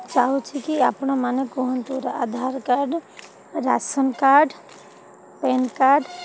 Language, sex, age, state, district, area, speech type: Odia, female, 45-60, Odisha, Sundergarh, rural, spontaneous